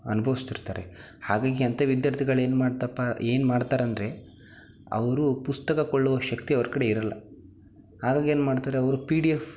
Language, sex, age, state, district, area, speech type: Kannada, male, 18-30, Karnataka, Dharwad, urban, spontaneous